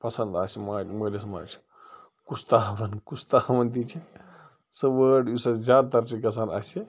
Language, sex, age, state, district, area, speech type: Kashmiri, male, 45-60, Jammu and Kashmir, Bandipora, rural, spontaneous